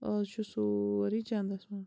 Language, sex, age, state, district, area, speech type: Kashmiri, female, 30-45, Jammu and Kashmir, Bandipora, rural, spontaneous